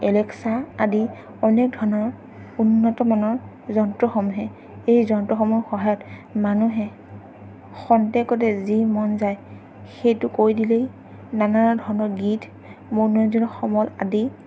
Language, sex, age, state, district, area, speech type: Assamese, female, 18-30, Assam, Sonitpur, rural, spontaneous